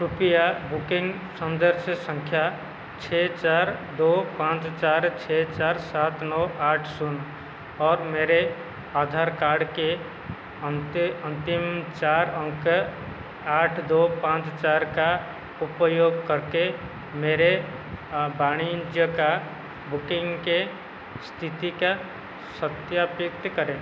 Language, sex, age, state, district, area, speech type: Hindi, male, 45-60, Madhya Pradesh, Seoni, rural, read